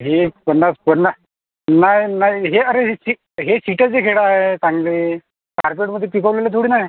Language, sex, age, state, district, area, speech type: Marathi, male, 30-45, Maharashtra, Amravati, rural, conversation